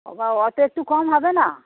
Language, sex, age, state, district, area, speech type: Bengali, female, 60+, West Bengal, Hooghly, rural, conversation